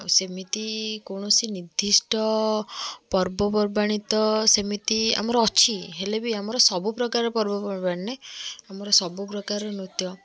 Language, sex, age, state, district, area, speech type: Odia, female, 18-30, Odisha, Kendujhar, urban, spontaneous